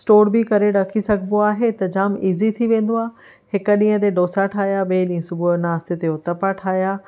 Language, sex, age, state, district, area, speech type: Sindhi, female, 30-45, Maharashtra, Thane, urban, spontaneous